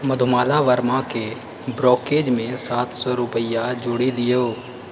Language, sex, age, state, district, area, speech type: Maithili, male, 45-60, Bihar, Purnia, rural, read